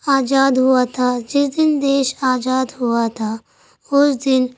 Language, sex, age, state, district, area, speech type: Urdu, female, 18-30, Delhi, Central Delhi, urban, spontaneous